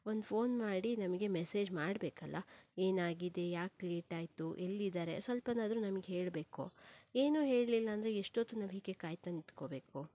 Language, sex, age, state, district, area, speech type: Kannada, female, 30-45, Karnataka, Shimoga, rural, spontaneous